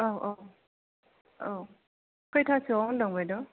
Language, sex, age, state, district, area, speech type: Bodo, female, 30-45, Assam, Kokrajhar, rural, conversation